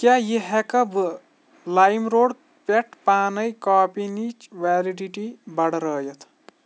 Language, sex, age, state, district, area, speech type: Kashmiri, male, 45-60, Jammu and Kashmir, Kulgam, rural, read